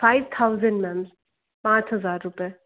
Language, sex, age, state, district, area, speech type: Hindi, female, 60+, Madhya Pradesh, Bhopal, urban, conversation